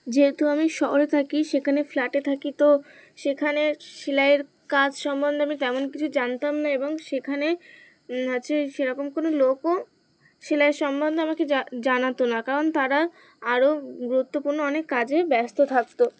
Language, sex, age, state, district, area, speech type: Bengali, female, 18-30, West Bengal, Uttar Dinajpur, urban, spontaneous